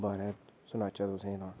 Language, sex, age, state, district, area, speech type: Dogri, male, 30-45, Jammu and Kashmir, Udhampur, rural, spontaneous